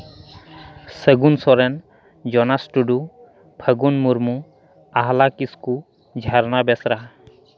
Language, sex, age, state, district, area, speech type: Santali, male, 30-45, West Bengal, Malda, rural, spontaneous